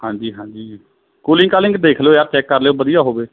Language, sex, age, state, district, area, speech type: Punjabi, male, 30-45, Punjab, Mohali, rural, conversation